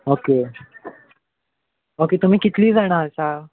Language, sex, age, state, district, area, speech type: Goan Konkani, male, 18-30, Goa, Salcete, urban, conversation